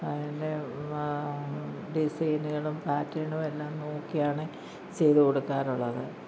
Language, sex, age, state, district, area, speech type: Malayalam, female, 60+, Kerala, Kollam, rural, spontaneous